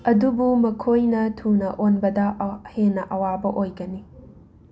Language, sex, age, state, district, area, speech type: Manipuri, female, 30-45, Manipur, Imphal West, urban, read